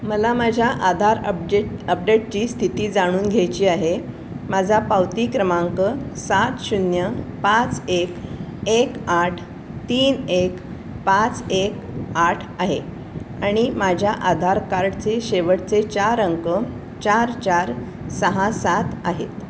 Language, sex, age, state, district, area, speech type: Marathi, female, 60+, Maharashtra, Pune, urban, read